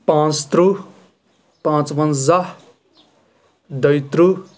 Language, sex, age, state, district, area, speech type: Kashmiri, male, 18-30, Jammu and Kashmir, Kulgam, rural, spontaneous